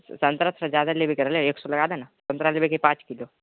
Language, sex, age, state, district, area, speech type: Maithili, male, 18-30, Bihar, Purnia, rural, conversation